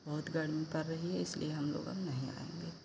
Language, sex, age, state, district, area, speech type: Hindi, female, 45-60, Uttar Pradesh, Pratapgarh, rural, spontaneous